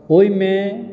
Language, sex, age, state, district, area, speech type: Maithili, male, 30-45, Bihar, Madhubani, rural, spontaneous